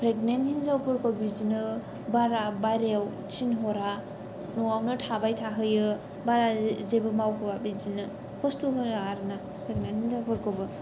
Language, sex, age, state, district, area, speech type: Bodo, female, 18-30, Assam, Kokrajhar, urban, spontaneous